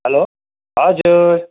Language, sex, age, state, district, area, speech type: Nepali, male, 45-60, West Bengal, Kalimpong, rural, conversation